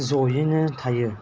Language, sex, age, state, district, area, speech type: Bodo, male, 30-45, Assam, Chirang, rural, spontaneous